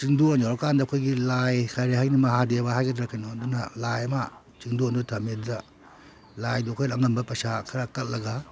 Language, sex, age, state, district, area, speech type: Manipuri, male, 60+, Manipur, Kakching, rural, spontaneous